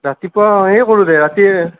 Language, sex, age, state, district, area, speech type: Assamese, male, 18-30, Assam, Nalbari, rural, conversation